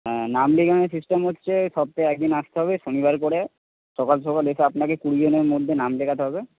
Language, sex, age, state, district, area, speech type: Bengali, male, 30-45, West Bengal, Purba Bardhaman, urban, conversation